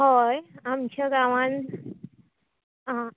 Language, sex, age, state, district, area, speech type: Goan Konkani, female, 18-30, Goa, Tiswadi, rural, conversation